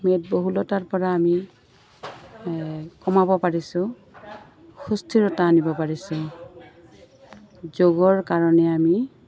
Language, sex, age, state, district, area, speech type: Assamese, female, 45-60, Assam, Goalpara, urban, spontaneous